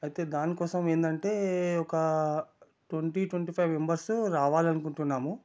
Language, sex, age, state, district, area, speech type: Telugu, male, 45-60, Telangana, Ranga Reddy, rural, spontaneous